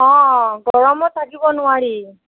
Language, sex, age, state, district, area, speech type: Assamese, female, 45-60, Assam, Nagaon, rural, conversation